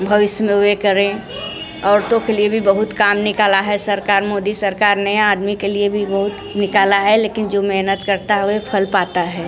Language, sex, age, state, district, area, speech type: Hindi, female, 45-60, Uttar Pradesh, Mirzapur, rural, spontaneous